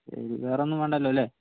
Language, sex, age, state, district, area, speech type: Malayalam, male, 45-60, Kerala, Palakkad, urban, conversation